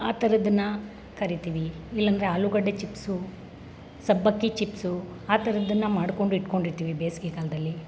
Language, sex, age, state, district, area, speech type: Kannada, male, 30-45, Karnataka, Bangalore Rural, rural, spontaneous